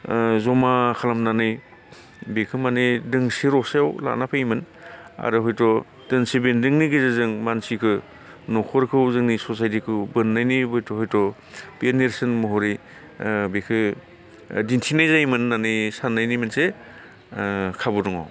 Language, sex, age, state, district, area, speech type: Bodo, male, 45-60, Assam, Baksa, urban, spontaneous